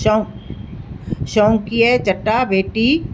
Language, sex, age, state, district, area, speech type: Sindhi, female, 60+, Gujarat, Kutch, rural, read